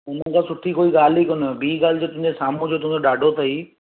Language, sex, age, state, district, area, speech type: Sindhi, male, 30-45, Gujarat, Surat, urban, conversation